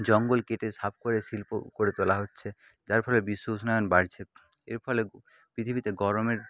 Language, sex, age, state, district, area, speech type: Bengali, male, 18-30, West Bengal, Jhargram, rural, spontaneous